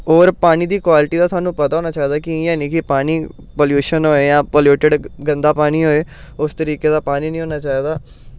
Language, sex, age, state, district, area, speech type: Dogri, male, 18-30, Jammu and Kashmir, Samba, urban, spontaneous